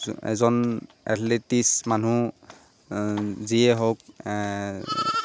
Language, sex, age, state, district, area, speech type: Assamese, male, 18-30, Assam, Lakhimpur, urban, spontaneous